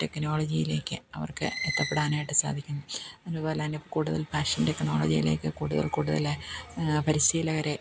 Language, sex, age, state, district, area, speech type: Malayalam, female, 45-60, Kerala, Kottayam, rural, spontaneous